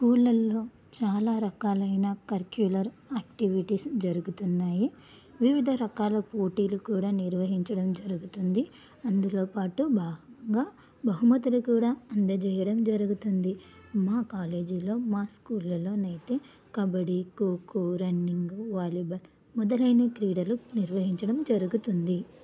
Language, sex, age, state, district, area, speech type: Telugu, female, 30-45, Telangana, Karimnagar, rural, spontaneous